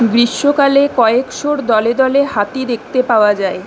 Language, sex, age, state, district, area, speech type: Bengali, female, 18-30, West Bengal, Kolkata, urban, read